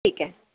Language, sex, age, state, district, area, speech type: Marathi, female, 45-60, Maharashtra, Akola, urban, conversation